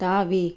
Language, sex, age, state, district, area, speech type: Tamil, female, 30-45, Tamil Nadu, Tirupattur, rural, read